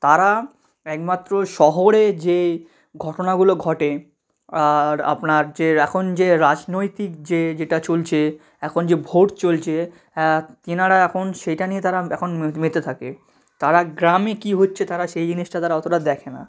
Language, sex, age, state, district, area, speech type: Bengali, male, 18-30, West Bengal, South 24 Parganas, rural, spontaneous